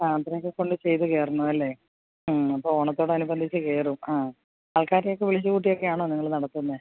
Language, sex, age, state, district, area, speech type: Malayalam, female, 60+, Kerala, Alappuzha, rural, conversation